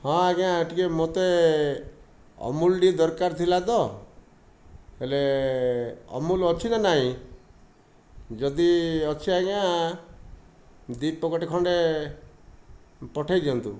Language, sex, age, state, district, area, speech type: Odia, male, 60+, Odisha, Kandhamal, rural, spontaneous